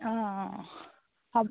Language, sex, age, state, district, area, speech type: Assamese, female, 18-30, Assam, Sivasagar, rural, conversation